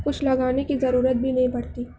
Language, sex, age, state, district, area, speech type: Urdu, female, 18-30, Uttar Pradesh, Mau, urban, spontaneous